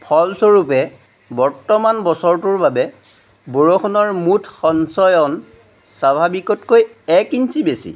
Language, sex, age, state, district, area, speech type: Assamese, male, 45-60, Assam, Jorhat, urban, read